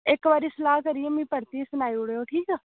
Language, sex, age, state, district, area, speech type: Dogri, female, 18-30, Jammu and Kashmir, Reasi, rural, conversation